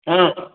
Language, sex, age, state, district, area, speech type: Odia, male, 60+, Odisha, Khordha, rural, conversation